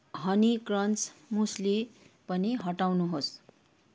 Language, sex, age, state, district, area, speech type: Nepali, female, 30-45, West Bengal, Kalimpong, rural, read